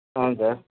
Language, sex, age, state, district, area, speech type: Telugu, male, 30-45, Andhra Pradesh, Anantapur, rural, conversation